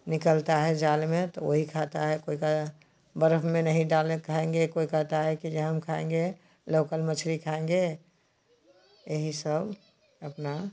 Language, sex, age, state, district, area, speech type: Hindi, female, 60+, Bihar, Samastipur, rural, spontaneous